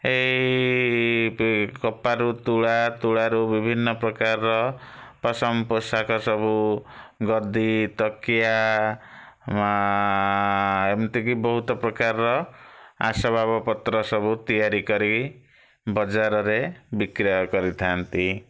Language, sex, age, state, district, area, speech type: Odia, male, 30-45, Odisha, Kalahandi, rural, spontaneous